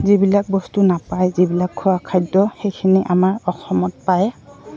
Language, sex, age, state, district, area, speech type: Assamese, female, 45-60, Assam, Goalpara, urban, spontaneous